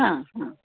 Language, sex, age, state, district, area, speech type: Marathi, female, 45-60, Maharashtra, Kolhapur, urban, conversation